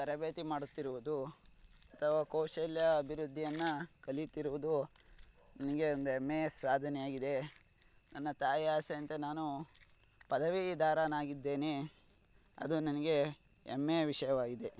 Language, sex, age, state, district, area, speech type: Kannada, male, 45-60, Karnataka, Tumkur, rural, spontaneous